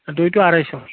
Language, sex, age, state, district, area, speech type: Assamese, male, 45-60, Assam, Udalguri, rural, conversation